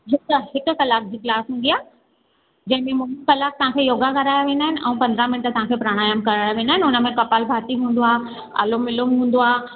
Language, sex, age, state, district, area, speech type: Sindhi, female, 45-60, Gujarat, Surat, urban, conversation